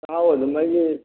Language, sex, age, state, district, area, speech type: Manipuri, male, 60+, Manipur, Thoubal, rural, conversation